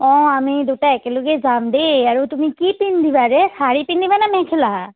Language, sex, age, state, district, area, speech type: Assamese, female, 30-45, Assam, Charaideo, urban, conversation